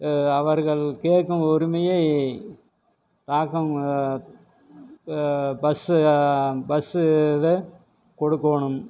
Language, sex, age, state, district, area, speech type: Tamil, male, 45-60, Tamil Nadu, Erode, rural, spontaneous